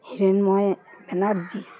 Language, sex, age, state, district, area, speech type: Bengali, female, 60+, West Bengal, Uttar Dinajpur, urban, spontaneous